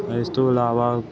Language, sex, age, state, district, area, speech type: Punjabi, male, 18-30, Punjab, Ludhiana, rural, spontaneous